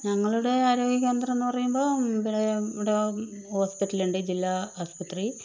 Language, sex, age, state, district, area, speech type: Malayalam, female, 45-60, Kerala, Wayanad, rural, spontaneous